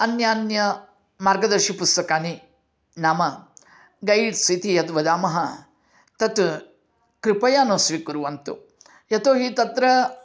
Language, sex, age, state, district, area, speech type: Sanskrit, male, 45-60, Karnataka, Dharwad, urban, spontaneous